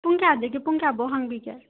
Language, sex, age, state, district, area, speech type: Manipuri, female, 18-30, Manipur, Bishnupur, rural, conversation